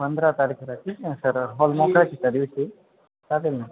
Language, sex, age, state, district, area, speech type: Marathi, male, 18-30, Maharashtra, Ahmednagar, rural, conversation